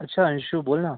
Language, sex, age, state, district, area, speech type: Marathi, male, 30-45, Maharashtra, Yavatmal, urban, conversation